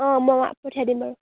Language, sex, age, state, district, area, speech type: Assamese, female, 18-30, Assam, Dhemaji, rural, conversation